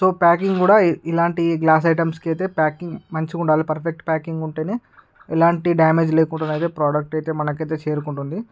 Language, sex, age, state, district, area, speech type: Telugu, male, 18-30, Andhra Pradesh, Srikakulam, urban, spontaneous